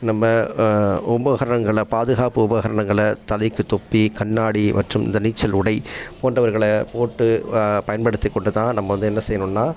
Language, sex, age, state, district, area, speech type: Tamil, male, 60+, Tamil Nadu, Tiruppur, rural, spontaneous